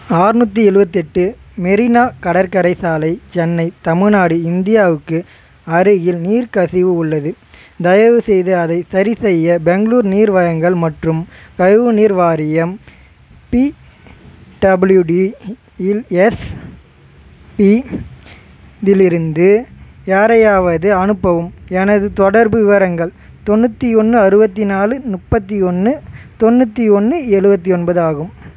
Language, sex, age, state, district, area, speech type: Tamil, male, 18-30, Tamil Nadu, Chengalpattu, rural, read